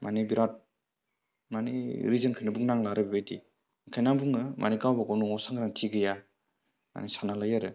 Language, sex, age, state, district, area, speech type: Bodo, male, 18-30, Assam, Udalguri, rural, spontaneous